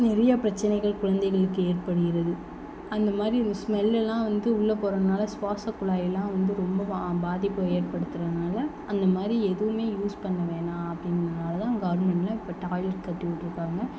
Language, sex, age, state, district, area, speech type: Tamil, female, 18-30, Tamil Nadu, Sivaganga, rural, spontaneous